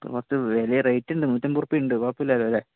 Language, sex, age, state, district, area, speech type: Malayalam, male, 45-60, Kerala, Palakkad, urban, conversation